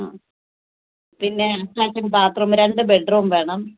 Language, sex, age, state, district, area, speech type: Malayalam, female, 60+, Kerala, Palakkad, rural, conversation